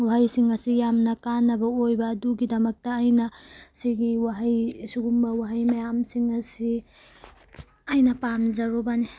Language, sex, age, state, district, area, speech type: Manipuri, female, 30-45, Manipur, Tengnoupal, rural, spontaneous